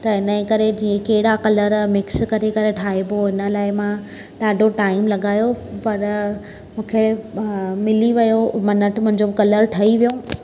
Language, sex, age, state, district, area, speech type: Sindhi, female, 30-45, Maharashtra, Mumbai Suburban, urban, spontaneous